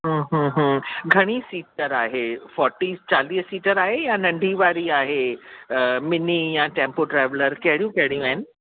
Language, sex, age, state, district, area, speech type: Sindhi, female, 60+, Delhi, South Delhi, urban, conversation